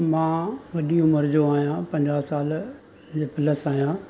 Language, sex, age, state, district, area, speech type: Sindhi, male, 45-60, Gujarat, Surat, urban, spontaneous